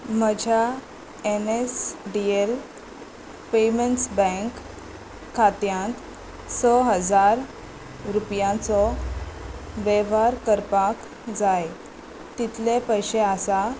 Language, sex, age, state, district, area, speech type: Goan Konkani, female, 30-45, Goa, Quepem, rural, read